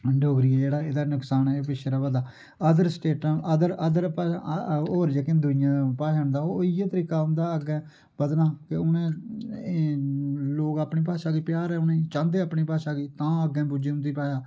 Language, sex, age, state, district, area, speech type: Dogri, male, 30-45, Jammu and Kashmir, Udhampur, rural, spontaneous